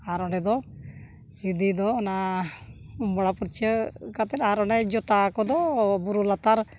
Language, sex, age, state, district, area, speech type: Santali, female, 60+, Odisha, Mayurbhanj, rural, spontaneous